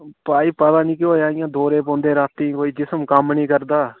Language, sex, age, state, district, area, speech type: Dogri, male, 30-45, Jammu and Kashmir, Udhampur, rural, conversation